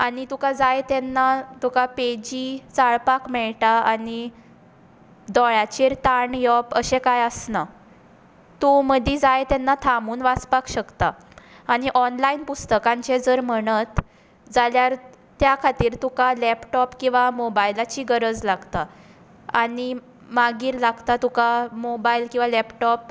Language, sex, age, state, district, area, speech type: Goan Konkani, female, 18-30, Goa, Tiswadi, rural, spontaneous